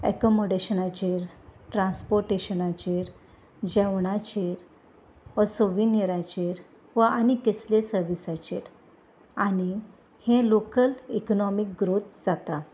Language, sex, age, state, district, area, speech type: Goan Konkani, female, 30-45, Goa, Salcete, rural, spontaneous